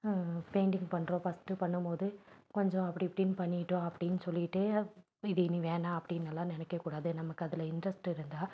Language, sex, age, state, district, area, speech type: Tamil, female, 30-45, Tamil Nadu, Nilgiris, rural, spontaneous